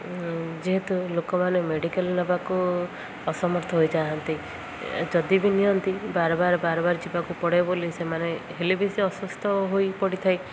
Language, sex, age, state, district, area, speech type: Odia, female, 18-30, Odisha, Ganjam, urban, spontaneous